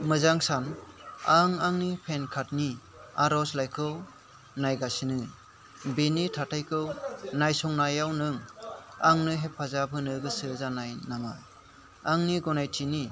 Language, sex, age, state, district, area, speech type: Bodo, male, 30-45, Assam, Kokrajhar, rural, read